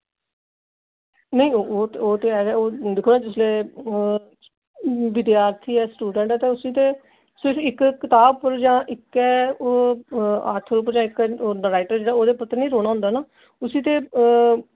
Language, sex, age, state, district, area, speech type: Dogri, female, 60+, Jammu and Kashmir, Jammu, urban, conversation